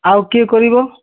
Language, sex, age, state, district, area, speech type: Odia, male, 30-45, Odisha, Malkangiri, urban, conversation